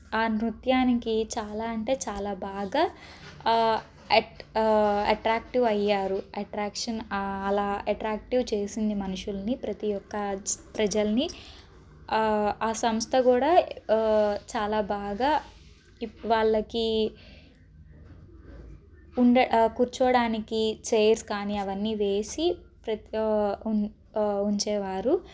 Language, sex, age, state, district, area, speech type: Telugu, female, 18-30, Andhra Pradesh, Guntur, urban, spontaneous